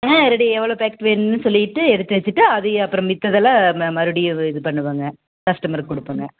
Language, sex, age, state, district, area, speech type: Tamil, female, 45-60, Tamil Nadu, Erode, rural, conversation